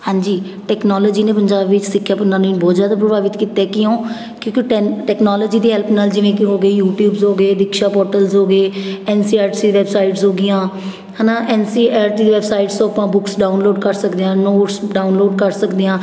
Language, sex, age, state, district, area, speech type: Punjabi, female, 30-45, Punjab, Patiala, urban, spontaneous